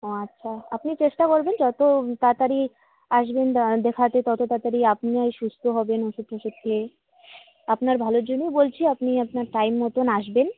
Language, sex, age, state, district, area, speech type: Bengali, female, 18-30, West Bengal, Jalpaiguri, rural, conversation